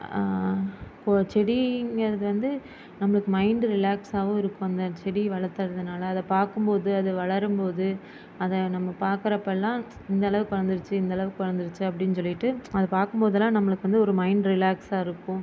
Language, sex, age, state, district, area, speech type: Tamil, female, 30-45, Tamil Nadu, Erode, rural, spontaneous